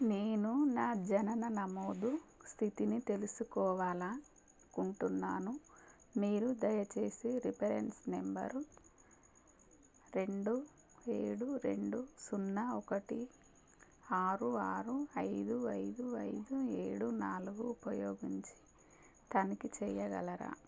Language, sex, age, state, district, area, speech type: Telugu, female, 30-45, Telangana, Warangal, rural, read